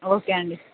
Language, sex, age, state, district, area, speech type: Telugu, female, 18-30, Andhra Pradesh, Anantapur, urban, conversation